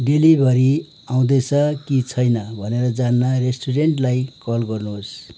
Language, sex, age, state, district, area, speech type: Nepali, male, 60+, West Bengal, Kalimpong, rural, read